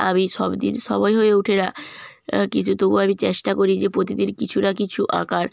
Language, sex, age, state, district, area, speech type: Bengali, female, 18-30, West Bengal, Jalpaiguri, rural, spontaneous